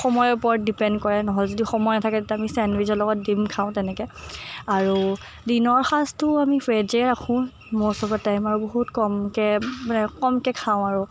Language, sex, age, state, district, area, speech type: Assamese, female, 18-30, Assam, Morigaon, urban, spontaneous